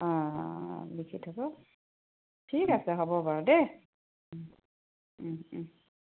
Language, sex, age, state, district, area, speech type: Assamese, female, 45-60, Assam, Tinsukia, urban, conversation